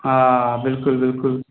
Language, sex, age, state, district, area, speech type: Sindhi, male, 60+, Maharashtra, Mumbai City, urban, conversation